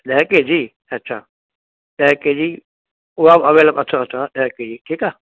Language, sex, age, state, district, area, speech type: Sindhi, male, 60+, Maharashtra, Mumbai City, urban, conversation